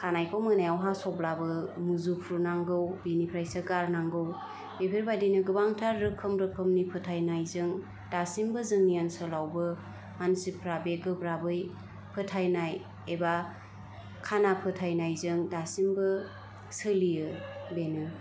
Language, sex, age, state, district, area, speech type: Bodo, female, 30-45, Assam, Kokrajhar, urban, spontaneous